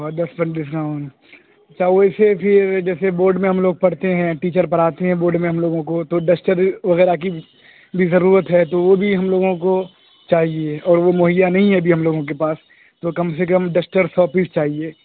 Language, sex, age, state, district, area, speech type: Urdu, male, 18-30, Bihar, Purnia, rural, conversation